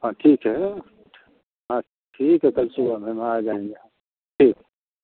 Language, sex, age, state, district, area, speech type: Hindi, male, 45-60, Bihar, Muzaffarpur, rural, conversation